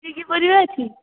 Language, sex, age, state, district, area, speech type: Odia, female, 18-30, Odisha, Jajpur, rural, conversation